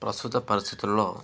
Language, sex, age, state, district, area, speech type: Telugu, male, 30-45, Telangana, Jangaon, rural, spontaneous